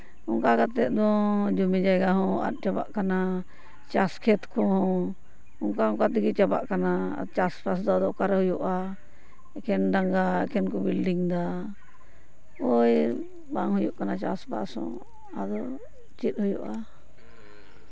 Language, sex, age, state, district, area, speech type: Santali, female, 45-60, West Bengal, Purba Bardhaman, rural, spontaneous